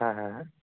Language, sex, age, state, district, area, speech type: Bengali, male, 18-30, West Bengal, Murshidabad, urban, conversation